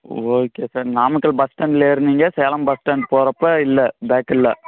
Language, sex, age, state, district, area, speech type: Tamil, male, 18-30, Tamil Nadu, Namakkal, rural, conversation